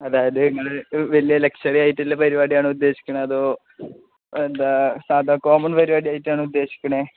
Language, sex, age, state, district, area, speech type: Malayalam, male, 18-30, Kerala, Malappuram, rural, conversation